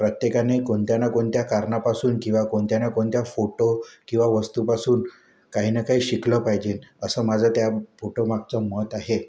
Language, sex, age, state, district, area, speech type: Marathi, male, 18-30, Maharashtra, Wardha, urban, spontaneous